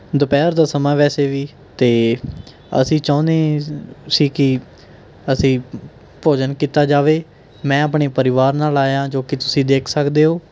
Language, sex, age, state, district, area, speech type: Punjabi, male, 18-30, Punjab, Mohali, urban, spontaneous